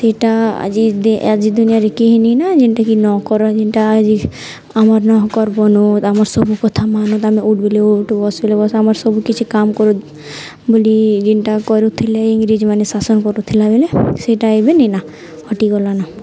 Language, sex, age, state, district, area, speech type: Odia, female, 18-30, Odisha, Nuapada, urban, spontaneous